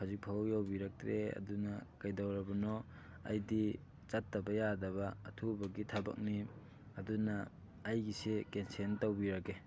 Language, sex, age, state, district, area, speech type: Manipuri, male, 18-30, Manipur, Thoubal, rural, spontaneous